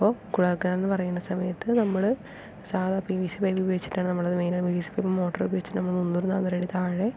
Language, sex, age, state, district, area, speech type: Malayalam, female, 18-30, Kerala, Palakkad, rural, spontaneous